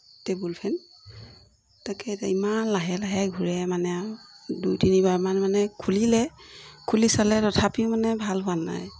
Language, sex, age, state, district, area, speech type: Assamese, female, 45-60, Assam, Jorhat, urban, spontaneous